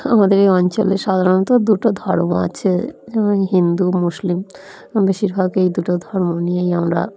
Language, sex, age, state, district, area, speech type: Bengali, female, 45-60, West Bengal, Dakshin Dinajpur, urban, spontaneous